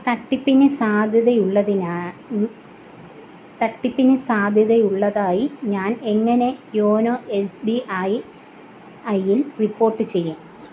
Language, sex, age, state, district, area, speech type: Malayalam, female, 30-45, Kerala, Kollam, rural, read